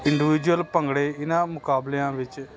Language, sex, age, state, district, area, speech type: Punjabi, male, 30-45, Punjab, Hoshiarpur, urban, spontaneous